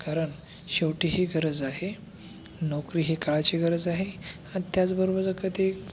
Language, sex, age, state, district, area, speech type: Marathi, male, 30-45, Maharashtra, Aurangabad, rural, spontaneous